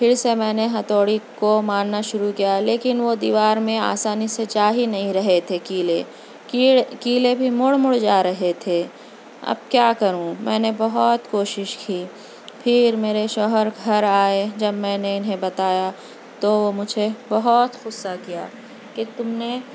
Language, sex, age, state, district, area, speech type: Urdu, female, 30-45, Telangana, Hyderabad, urban, spontaneous